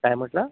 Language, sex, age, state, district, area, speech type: Marathi, male, 45-60, Maharashtra, Amravati, rural, conversation